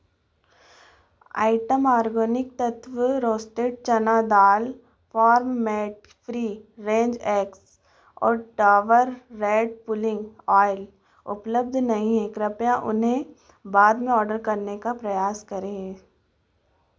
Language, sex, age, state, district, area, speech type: Hindi, female, 18-30, Madhya Pradesh, Chhindwara, urban, read